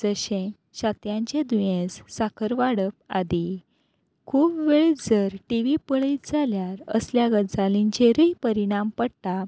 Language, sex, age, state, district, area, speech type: Goan Konkani, female, 30-45, Goa, Quepem, rural, spontaneous